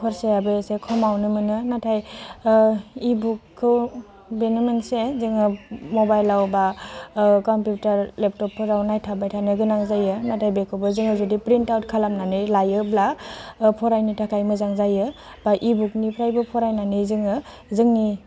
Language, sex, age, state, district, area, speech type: Bodo, female, 18-30, Assam, Udalguri, rural, spontaneous